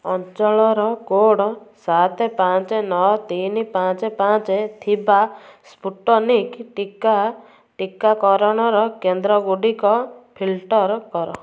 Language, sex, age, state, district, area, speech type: Odia, female, 30-45, Odisha, Kendujhar, urban, read